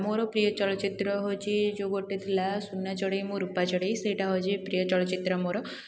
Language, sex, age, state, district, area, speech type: Odia, female, 18-30, Odisha, Puri, urban, spontaneous